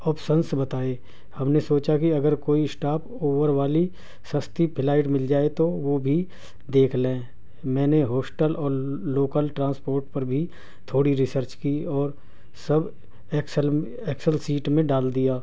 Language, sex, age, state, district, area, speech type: Urdu, male, 60+, Delhi, South Delhi, urban, spontaneous